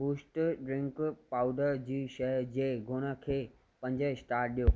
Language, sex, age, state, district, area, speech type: Sindhi, male, 18-30, Maharashtra, Thane, urban, read